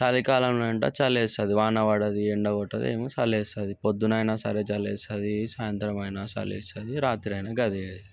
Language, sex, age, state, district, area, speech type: Telugu, male, 18-30, Telangana, Sangareddy, urban, spontaneous